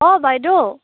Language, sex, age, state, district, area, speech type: Assamese, female, 18-30, Assam, Morigaon, rural, conversation